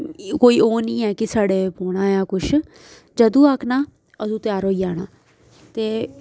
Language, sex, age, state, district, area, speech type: Dogri, female, 18-30, Jammu and Kashmir, Jammu, rural, spontaneous